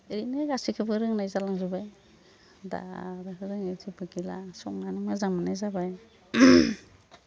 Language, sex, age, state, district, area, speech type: Bodo, female, 45-60, Assam, Udalguri, rural, spontaneous